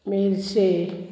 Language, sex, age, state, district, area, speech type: Goan Konkani, female, 45-60, Goa, Murmgao, urban, spontaneous